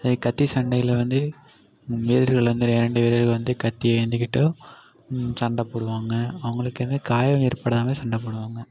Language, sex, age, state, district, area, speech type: Tamil, male, 18-30, Tamil Nadu, Thanjavur, rural, spontaneous